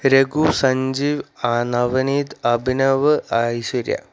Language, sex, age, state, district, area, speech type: Malayalam, male, 18-30, Kerala, Wayanad, rural, spontaneous